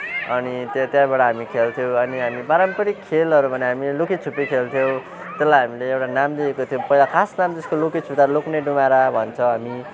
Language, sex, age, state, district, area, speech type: Nepali, male, 18-30, West Bengal, Kalimpong, rural, spontaneous